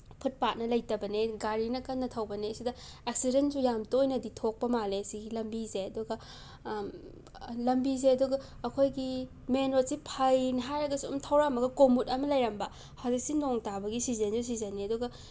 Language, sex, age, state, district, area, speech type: Manipuri, female, 18-30, Manipur, Imphal West, rural, spontaneous